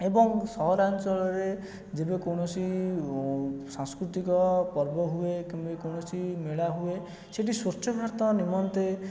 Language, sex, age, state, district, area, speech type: Odia, male, 18-30, Odisha, Jajpur, rural, spontaneous